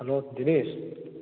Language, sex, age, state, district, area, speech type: Manipuri, male, 18-30, Manipur, Kakching, rural, conversation